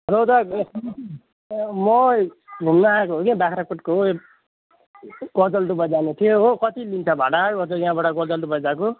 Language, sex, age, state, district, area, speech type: Nepali, male, 18-30, West Bengal, Jalpaiguri, rural, conversation